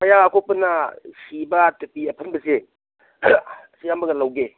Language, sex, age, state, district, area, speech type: Manipuri, male, 60+, Manipur, Kangpokpi, urban, conversation